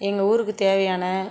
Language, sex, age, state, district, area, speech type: Tamil, female, 45-60, Tamil Nadu, Cuddalore, rural, spontaneous